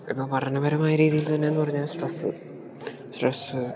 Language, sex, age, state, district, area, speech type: Malayalam, male, 18-30, Kerala, Idukki, rural, spontaneous